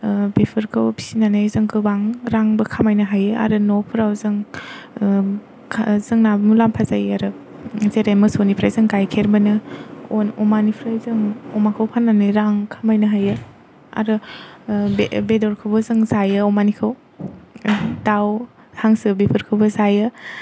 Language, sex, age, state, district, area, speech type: Bodo, female, 18-30, Assam, Kokrajhar, rural, spontaneous